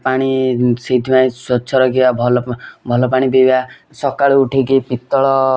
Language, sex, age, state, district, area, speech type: Odia, male, 18-30, Odisha, Kendujhar, urban, spontaneous